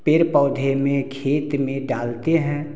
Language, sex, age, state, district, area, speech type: Hindi, male, 60+, Bihar, Samastipur, rural, spontaneous